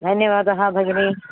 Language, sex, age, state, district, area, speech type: Sanskrit, female, 45-60, Kerala, Thiruvananthapuram, urban, conversation